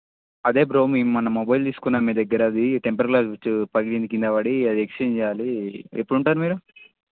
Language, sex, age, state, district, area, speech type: Telugu, male, 18-30, Telangana, Sangareddy, urban, conversation